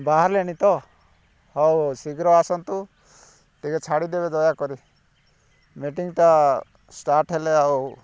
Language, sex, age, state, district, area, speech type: Odia, male, 30-45, Odisha, Rayagada, rural, spontaneous